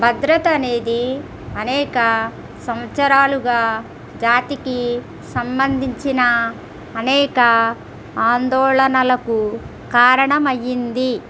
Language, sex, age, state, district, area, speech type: Telugu, female, 60+, Andhra Pradesh, East Godavari, rural, read